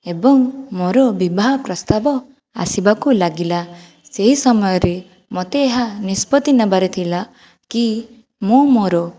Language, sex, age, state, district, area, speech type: Odia, female, 45-60, Odisha, Jajpur, rural, spontaneous